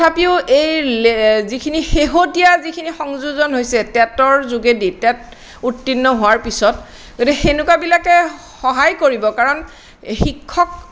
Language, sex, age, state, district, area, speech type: Assamese, female, 60+, Assam, Kamrup Metropolitan, urban, spontaneous